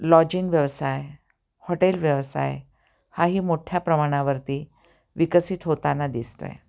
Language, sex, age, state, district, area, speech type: Marathi, female, 45-60, Maharashtra, Osmanabad, rural, spontaneous